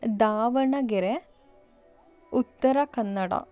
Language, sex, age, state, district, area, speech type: Kannada, female, 30-45, Karnataka, Davanagere, rural, spontaneous